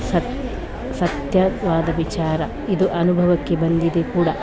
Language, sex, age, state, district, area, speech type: Kannada, female, 45-60, Karnataka, Dakshina Kannada, rural, spontaneous